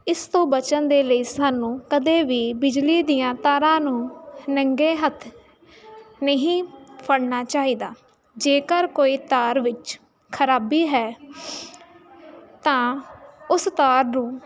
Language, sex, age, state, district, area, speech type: Punjabi, female, 30-45, Punjab, Jalandhar, rural, spontaneous